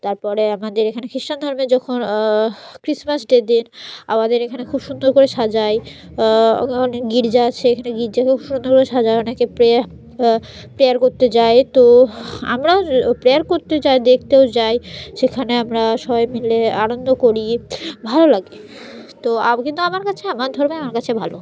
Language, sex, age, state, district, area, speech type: Bengali, female, 18-30, West Bengal, Murshidabad, urban, spontaneous